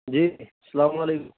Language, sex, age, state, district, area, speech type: Urdu, male, 18-30, Uttar Pradesh, Saharanpur, urban, conversation